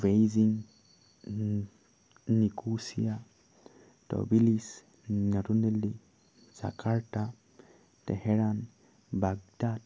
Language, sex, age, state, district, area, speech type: Assamese, male, 18-30, Assam, Dhemaji, rural, spontaneous